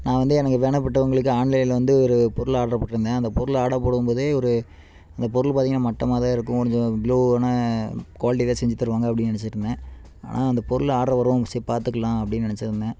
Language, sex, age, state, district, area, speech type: Tamil, male, 18-30, Tamil Nadu, Namakkal, rural, spontaneous